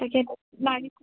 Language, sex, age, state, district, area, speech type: Assamese, female, 18-30, Assam, Nagaon, rural, conversation